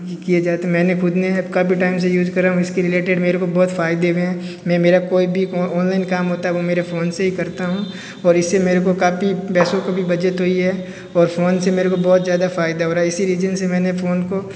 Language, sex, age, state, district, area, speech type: Hindi, male, 30-45, Rajasthan, Jodhpur, urban, spontaneous